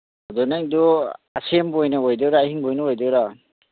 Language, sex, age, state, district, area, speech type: Manipuri, male, 30-45, Manipur, Churachandpur, rural, conversation